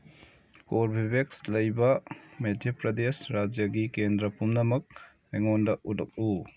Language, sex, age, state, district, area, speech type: Manipuri, male, 45-60, Manipur, Kangpokpi, urban, read